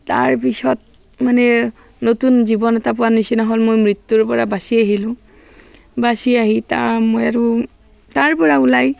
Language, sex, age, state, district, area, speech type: Assamese, female, 45-60, Assam, Barpeta, rural, spontaneous